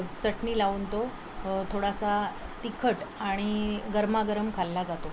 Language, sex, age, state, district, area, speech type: Marathi, female, 45-60, Maharashtra, Thane, rural, spontaneous